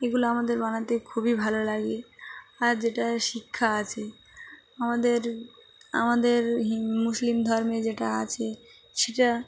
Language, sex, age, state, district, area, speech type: Bengali, female, 18-30, West Bengal, Dakshin Dinajpur, urban, spontaneous